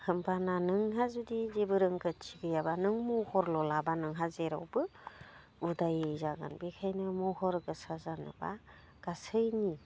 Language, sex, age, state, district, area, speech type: Bodo, female, 45-60, Assam, Udalguri, rural, spontaneous